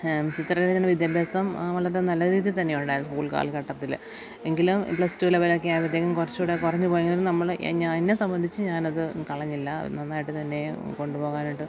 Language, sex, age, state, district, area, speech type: Malayalam, female, 30-45, Kerala, Alappuzha, rural, spontaneous